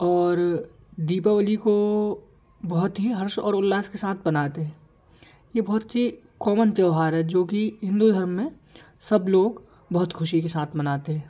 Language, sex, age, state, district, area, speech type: Hindi, male, 18-30, Madhya Pradesh, Hoshangabad, rural, spontaneous